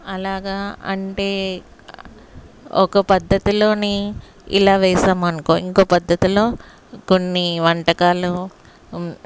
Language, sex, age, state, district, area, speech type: Telugu, female, 30-45, Andhra Pradesh, Anakapalli, urban, spontaneous